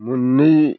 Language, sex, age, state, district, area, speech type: Bodo, male, 60+, Assam, Chirang, rural, spontaneous